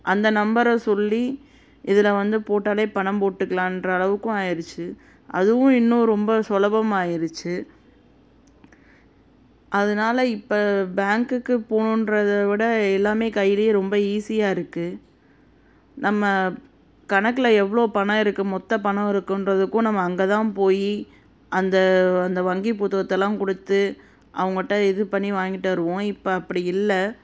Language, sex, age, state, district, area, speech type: Tamil, female, 30-45, Tamil Nadu, Madurai, urban, spontaneous